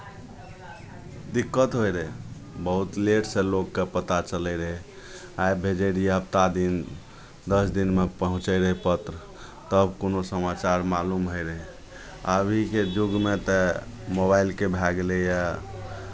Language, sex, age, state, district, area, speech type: Maithili, male, 45-60, Bihar, Araria, rural, spontaneous